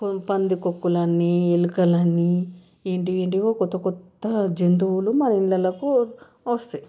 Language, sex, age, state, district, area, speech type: Telugu, female, 30-45, Telangana, Medchal, urban, spontaneous